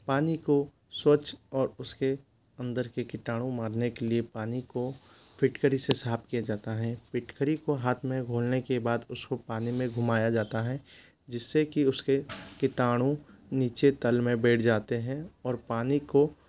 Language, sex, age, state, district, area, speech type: Hindi, male, 45-60, Madhya Pradesh, Bhopal, urban, spontaneous